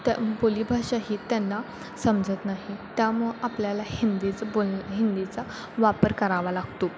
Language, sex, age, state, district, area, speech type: Marathi, female, 18-30, Maharashtra, Sangli, rural, spontaneous